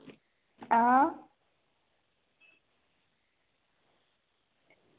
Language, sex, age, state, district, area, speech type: Dogri, female, 18-30, Jammu and Kashmir, Reasi, rural, conversation